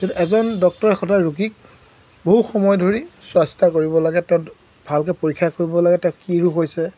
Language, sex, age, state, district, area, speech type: Assamese, male, 30-45, Assam, Golaghat, urban, spontaneous